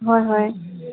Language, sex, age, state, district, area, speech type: Assamese, female, 18-30, Assam, Majuli, urban, conversation